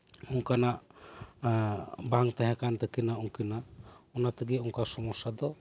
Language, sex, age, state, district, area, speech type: Santali, male, 30-45, West Bengal, Birbhum, rural, spontaneous